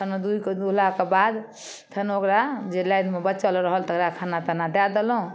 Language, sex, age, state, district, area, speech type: Maithili, female, 45-60, Bihar, Darbhanga, urban, spontaneous